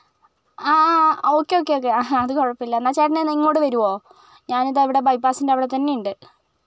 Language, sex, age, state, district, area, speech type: Malayalam, female, 18-30, Kerala, Kozhikode, urban, spontaneous